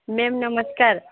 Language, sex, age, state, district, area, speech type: Odia, female, 18-30, Odisha, Sambalpur, rural, conversation